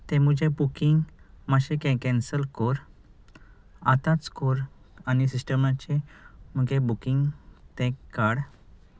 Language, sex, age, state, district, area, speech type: Goan Konkani, male, 30-45, Goa, Salcete, rural, spontaneous